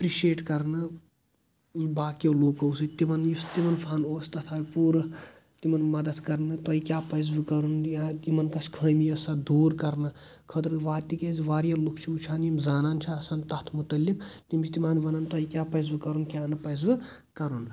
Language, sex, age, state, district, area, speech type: Kashmiri, male, 18-30, Jammu and Kashmir, Kulgam, rural, spontaneous